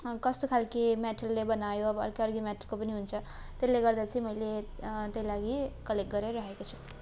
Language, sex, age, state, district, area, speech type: Nepali, female, 18-30, West Bengal, Darjeeling, rural, spontaneous